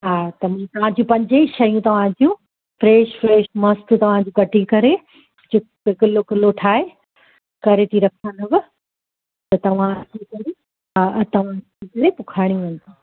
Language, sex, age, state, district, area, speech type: Sindhi, female, 45-60, Gujarat, Kutch, rural, conversation